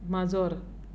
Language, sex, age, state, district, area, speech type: Goan Konkani, female, 30-45, Goa, Tiswadi, rural, read